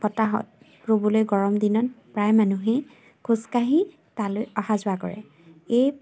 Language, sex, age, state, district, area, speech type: Assamese, female, 18-30, Assam, Majuli, urban, spontaneous